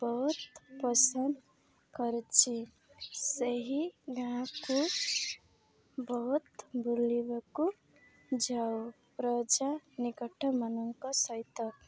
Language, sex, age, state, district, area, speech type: Odia, female, 18-30, Odisha, Nabarangpur, urban, spontaneous